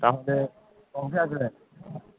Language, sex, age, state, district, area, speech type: Bengali, male, 18-30, West Bengal, Uttar Dinajpur, rural, conversation